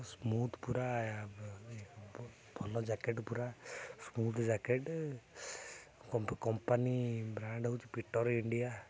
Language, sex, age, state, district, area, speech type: Odia, male, 18-30, Odisha, Jagatsinghpur, rural, spontaneous